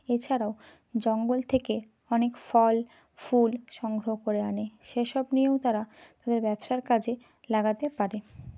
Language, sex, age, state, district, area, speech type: Bengali, female, 30-45, West Bengal, Purba Medinipur, rural, spontaneous